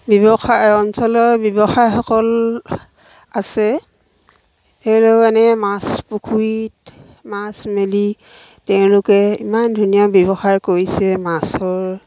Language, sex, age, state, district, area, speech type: Assamese, female, 60+, Assam, Dibrugarh, rural, spontaneous